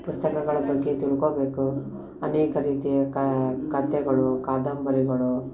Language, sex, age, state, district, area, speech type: Kannada, female, 30-45, Karnataka, Koppal, rural, spontaneous